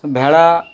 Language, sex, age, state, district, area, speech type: Bengali, male, 60+, West Bengal, Dakshin Dinajpur, urban, spontaneous